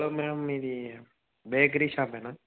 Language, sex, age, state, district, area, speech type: Telugu, male, 18-30, Andhra Pradesh, Nandyal, rural, conversation